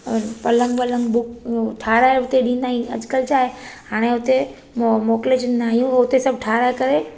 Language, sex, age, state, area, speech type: Sindhi, female, 30-45, Gujarat, urban, spontaneous